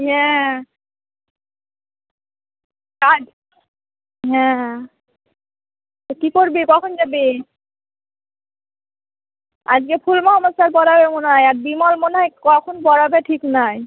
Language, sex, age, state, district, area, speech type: Bengali, female, 18-30, West Bengal, Murshidabad, rural, conversation